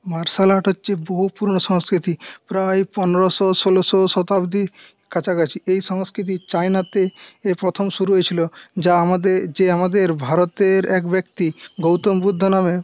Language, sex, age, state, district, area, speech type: Bengali, male, 30-45, West Bengal, Paschim Medinipur, rural, spontaneous